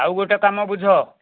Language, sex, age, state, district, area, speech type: Odia, male, 45-60, Odisha, Kendujhar, urban, conversation